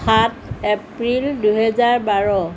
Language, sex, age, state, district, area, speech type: Assamese, female, 60+, Assam, Jorhat, urban, spontaneous